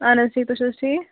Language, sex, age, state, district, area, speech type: Kashmiri, female, 18-30, Jammu and Kashmir, Bandipora, rural, conversation